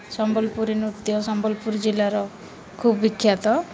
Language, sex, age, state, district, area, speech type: Odia, female, 30-45, Odisha, Rayagada, rural, spontaneous